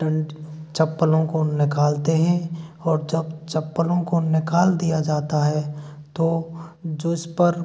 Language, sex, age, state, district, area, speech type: Hindi, male, 18-30, Rajasthan, Bharatpur, rural, spontaneous